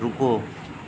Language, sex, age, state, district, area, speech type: Hindi, male, 18-30, Uttar Pradesh, Mau, urban, read